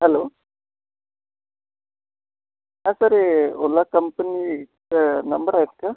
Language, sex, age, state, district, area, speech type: Marathi, male, 30-45, Maharashtra, Washim, urban, conversation